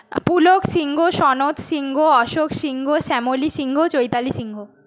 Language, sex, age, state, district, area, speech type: Bengali, female, 30-45, West Bengal, Nadia, rural, spontaneous